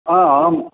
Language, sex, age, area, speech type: Sanskrit, male, 60+, urban, conversation